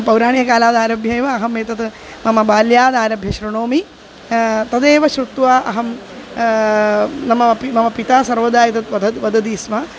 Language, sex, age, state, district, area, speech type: Sanskrit, female, 45-60, Kerala, Kozhikode, urban, spontaneous